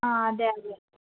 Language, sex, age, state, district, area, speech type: Malayalam, female, 18-30, Kerala, Pathanamthitta, rural, conversation